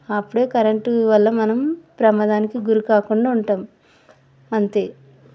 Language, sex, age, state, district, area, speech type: Telugu, female, 30-45, Telangana, Vikarabad, urban, spontaneous